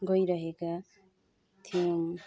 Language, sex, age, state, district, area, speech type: Nepali, female, 30-45, West Bengal, Kalimpong, rural, spontaneous